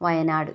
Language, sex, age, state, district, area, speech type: Malayalam, female, 30-45, Kerala, Wayanad, rural, spontaneous